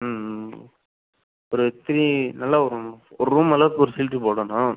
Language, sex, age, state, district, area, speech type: Tamil, male, 18-30, Tamil Nadu, Sivaganga, rural, conversation